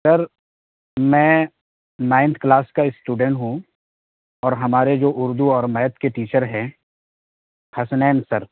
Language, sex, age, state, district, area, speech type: Urdu, male, 18-30, Bihar, Purnia, rural, conversation